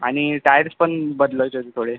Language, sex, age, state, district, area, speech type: Marathi, male, 45-60, Maharashtra, Amravati, urban, conversation